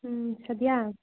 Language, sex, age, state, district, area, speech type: Manipuri, female, 18-30, Manipur, Thoubal, rural, conversation